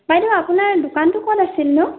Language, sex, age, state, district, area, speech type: Assamese, female, 60+, Assam, Nagaon, rural, conversation